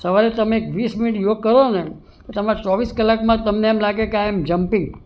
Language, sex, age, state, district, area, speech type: Gujarati, male, 60+, Gujarat, Surat, urban, spontaneous